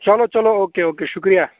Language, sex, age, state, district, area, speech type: Kashmiri, male, 45-60, Jammu and Kashmir, Budgam, rural, conversation